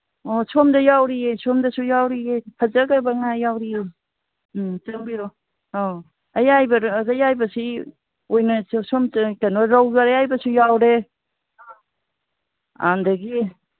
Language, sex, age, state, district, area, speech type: Manipuri, female, 60+, Manipur, Imphal East, rural, conversation